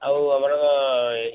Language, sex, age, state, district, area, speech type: Odia, male, 18-30, Odisha, Malkangiri, urban, conversation